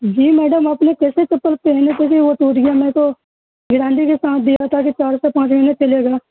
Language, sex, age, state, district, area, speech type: Urdu, male, 30-45, Bihar, Supaul, rural, conversation